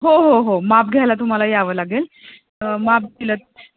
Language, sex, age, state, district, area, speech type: Marathi, female, 30-45, Maharashtra, Kolhapur, urban, conversation